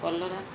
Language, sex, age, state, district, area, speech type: Odia, female, 45-60, Odisha, Ganjam, urban, spontaneous